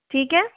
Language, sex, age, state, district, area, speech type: Hindi, male, 60+, Rajasthan, Jaipur, urban, conversation